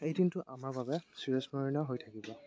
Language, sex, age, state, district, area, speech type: Assamese, male, 18-30, Assam, Dibrugarh, rural, spontaneous